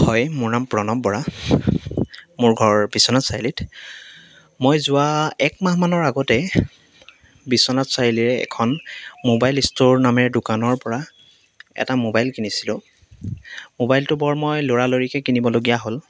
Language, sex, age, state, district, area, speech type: Assamese, male, 18-30, Assam, Biswanath, rural, spontaneous